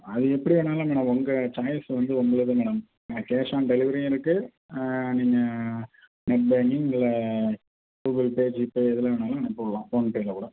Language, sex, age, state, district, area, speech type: Tamil, male, 30-45, Tamil Nadu, Tiruvarur, rural, conversation